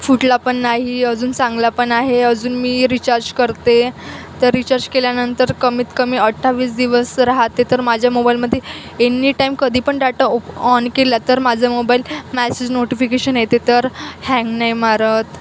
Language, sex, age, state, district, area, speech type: Marathi, female, 30-45, Maharashtra, Wardha, rural, spontaneous